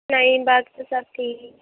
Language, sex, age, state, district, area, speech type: Urdu, female, 18-30, Uttar Pradesh, Gautam Buddha Nagar, rural, conversation